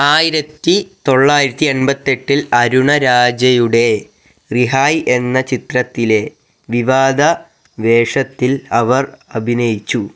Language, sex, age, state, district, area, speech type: Malayalam, male, 18-30, Kerala, Wayanad, rural, read